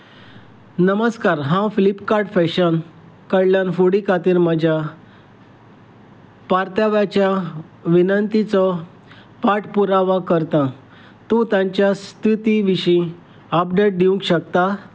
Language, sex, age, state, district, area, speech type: Goan Konkani, male, 45-60, Goa, Salcete, rural, read